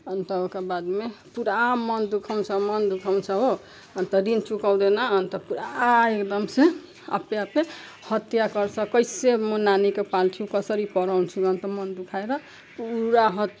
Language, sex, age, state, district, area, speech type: Nepali, female, 45-60, West Bengal, Jalpaiguri, rural, spontaneous